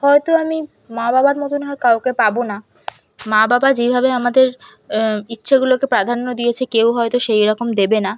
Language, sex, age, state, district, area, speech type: Bengali, female, 18-30, West Bengal, South 24 Parganas, rural, spontaneous